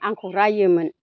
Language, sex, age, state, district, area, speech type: Bodo, female, 45-60, Assam, Chirang, rural, spontaneous